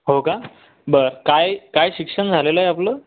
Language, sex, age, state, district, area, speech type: Marathi, male, 18-30, Maharashtra, Buldhana, rural, conversation